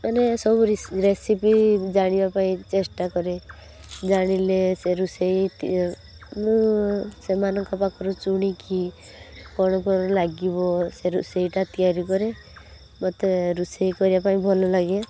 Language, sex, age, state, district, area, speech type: Odia, female, 18-30, Odisha, Balasore, rural, spontaneous